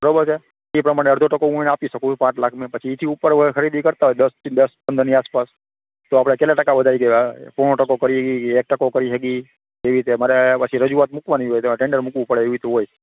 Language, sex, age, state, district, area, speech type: Gujarati, male, 45-60, Gujarat, Rajkot, rural, conversation